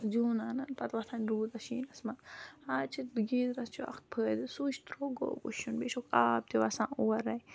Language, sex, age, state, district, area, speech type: Kashmiri, female, 45-60, Jammu and Kashmir, Ganderbal, rural, spontaneous